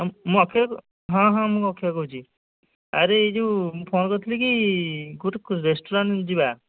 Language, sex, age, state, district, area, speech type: Odia, male, 30-45, Odisha, Dhenkanal, rural, conversation